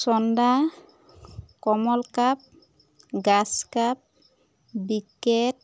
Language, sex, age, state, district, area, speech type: Assamese, female, 30-45, Assam, Biswanath, rural, spontaneous